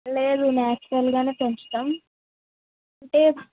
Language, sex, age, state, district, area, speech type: Telugu, female, 18-30, Telangana, Karimnagar, urban, conversation